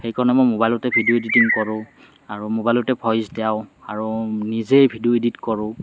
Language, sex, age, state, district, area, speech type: Assamese, male, 30-45, Assam, Morigaon, urban, spontaneous